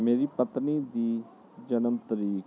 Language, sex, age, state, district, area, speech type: Punjabi, male, 30-45, Punjab, Bathinda, urban, spontaneous